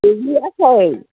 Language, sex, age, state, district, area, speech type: Bodo, female, 60+, Assam, Udalguri, urban, conversation